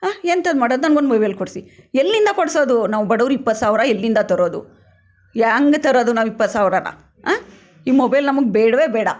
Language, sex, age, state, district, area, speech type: Kannada, female, 60+, Karnataka, Mysore, urban, spontaneous